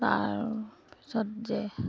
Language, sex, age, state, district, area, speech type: Assamese, female, 60+, Assam, Dibrugarh, rural, spontaneous